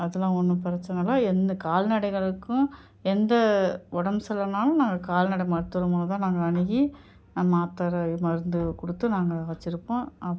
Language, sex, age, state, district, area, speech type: Tamil, female, 45-60, Tamil Nadu, Ariyalur, rural, spontaneous